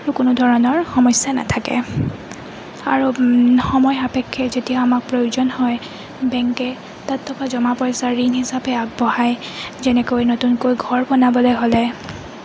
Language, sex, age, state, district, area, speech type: Assamese, female, 30-45, Assam, Goalpara, urban, spontaneous